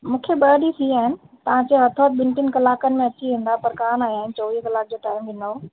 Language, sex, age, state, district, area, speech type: Sindhi, female, 30-45, Rajasthan, Ajmer, urban, conversation